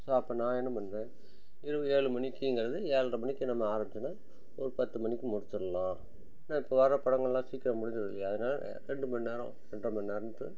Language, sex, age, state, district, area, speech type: Tamil, male, 60+, Tamil Nadu, Dharmapuri, rural, spontaneous